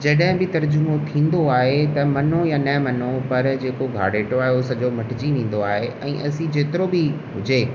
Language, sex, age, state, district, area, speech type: Sindhi, male, 18-30, Rajasthan, Ajmer, urban, spontaneous